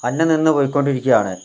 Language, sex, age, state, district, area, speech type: Malayalam, male, 60+, Kerala, Wayanad, rural, spontaneous